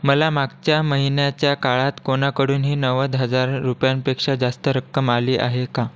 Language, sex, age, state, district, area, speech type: Marathi, male, 18-30, Maharashtra, Washim, rural, read